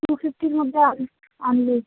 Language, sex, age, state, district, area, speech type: Bengali, female, 18-30, West Bengal, Howrah, urban, conversation